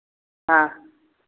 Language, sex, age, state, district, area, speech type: Hindi, male, 60+, Uttar Pradesh, Lucknow, rural, conversation